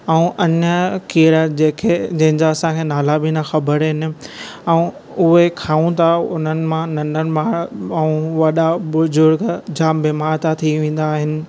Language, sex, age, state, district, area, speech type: Sindhi, male, 18-30, Maharashtra, Thane, urban, spontaneous